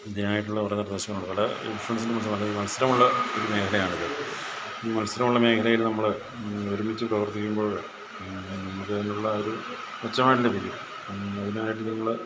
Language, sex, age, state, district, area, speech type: Malayalam, male, 45-60, Kerala, Idukki, rural, spontaneous